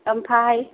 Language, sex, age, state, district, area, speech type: Bodo, female, 45-60, Assam, Kokrajhar, rural, conversation